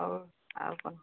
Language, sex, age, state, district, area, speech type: Odia, female, 45-60, Odisha, Angul, rural, conversation